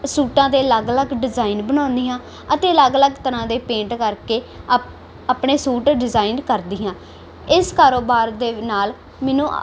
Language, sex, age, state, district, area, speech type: Punjabi, female, 18-30, Punjab, Muktsar, rural, spontaneous